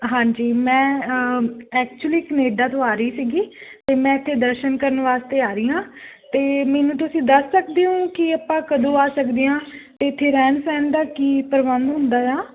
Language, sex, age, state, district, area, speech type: Punjabi, female, 18-30, Punjab, Fatehgarh Sahib, urban, conversation